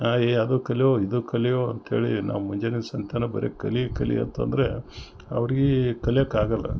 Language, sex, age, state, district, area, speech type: Kannada, male, 60+, Karnataka, Gulbarga, urban, spontaneous